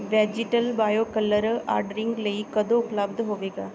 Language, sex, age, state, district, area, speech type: Punjabi, female, 18-30, Punjab, Bathinda, rural, read